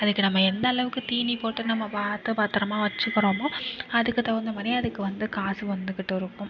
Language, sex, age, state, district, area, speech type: Tamil, female, 30-45, Tamil Nadu, Nagapattinam, rural, spontaneous